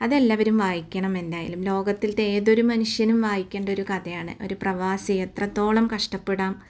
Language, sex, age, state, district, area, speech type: Malayalam, female, 45-60, Kerala, Ernakulam, rural, spontaneous